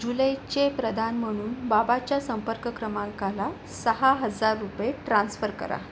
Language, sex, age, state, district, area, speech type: Marathi, female, 45-60, Maharashtra, Yavatmal, urban, read